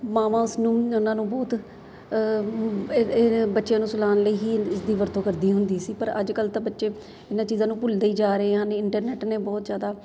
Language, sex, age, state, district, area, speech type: Punjabi, female, 30-45, Punjab, Ludhiana, urban, spontaneous